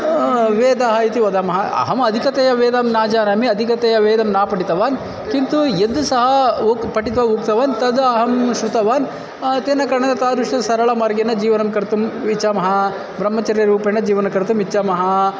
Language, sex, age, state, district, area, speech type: Sanskrit, male, 30-45, Karnataka, Bangalore Urban, urban, spontaneous